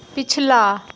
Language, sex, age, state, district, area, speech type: Hindi, female, 60+, Bihar, Madhepura, urban, read